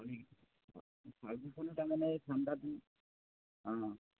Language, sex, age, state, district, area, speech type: Assamese, male, 60+, Assam, Sivasagar, rural, conversation